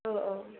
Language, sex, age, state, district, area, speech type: Bodo, female, 18-30, Assam, Kokrajhar, rural, conversation